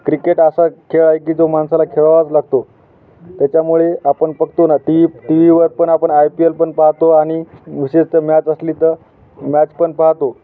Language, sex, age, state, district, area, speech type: Marathi, male, 30-45, Maharashtra, Hingoli, urban, spontaneous